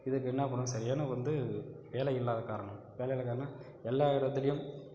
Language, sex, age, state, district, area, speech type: Tamil, male, 45-60, Tamil Nadu, Cuddalore, rural, spontaneous